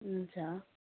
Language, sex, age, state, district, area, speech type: Nepali, female, 18-30, West Bengal, Kalimpong, rural, conversation